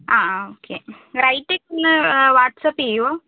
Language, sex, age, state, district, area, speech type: Malayalam, female, 30-45, Kerala, Wayanad, rural, conversation